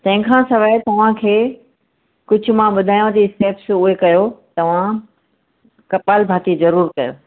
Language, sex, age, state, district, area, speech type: Sindhi, female, 45-60, Maharashtra, Thane, urban, conversation